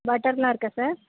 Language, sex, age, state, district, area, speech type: Tamil, female, 30-45, Tamil Nadu, Tiruvannamalai, rural, conversation